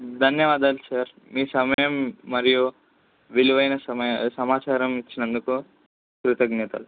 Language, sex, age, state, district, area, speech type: Telugu, male, 18-30, Andhra Pradesh, Kurnool, urban, conversation